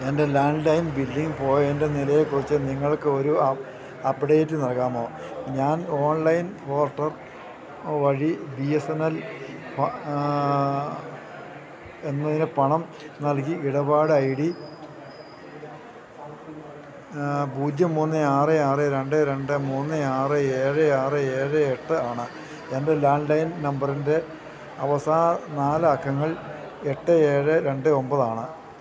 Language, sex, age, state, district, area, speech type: Malayalam, male, 60+, Kerala, Idukki, rural, read